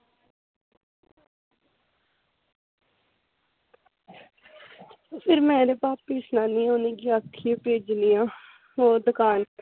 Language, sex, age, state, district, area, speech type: Dogri, female, 18-30, Jammu and Kashmir, Samba, rural, conversation